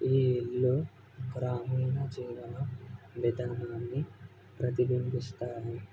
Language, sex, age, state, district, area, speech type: Telugu, male, 18-30, Andhra Pradesh, Kadapa, rural, spontaneous